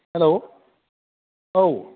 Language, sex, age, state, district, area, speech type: Bodo, male, 45-60, Assam, Kokrajhar, rural, conversation